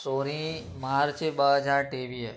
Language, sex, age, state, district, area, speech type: Sindhi, male, 18-30, Gujarat, Surat, urban, spontaneous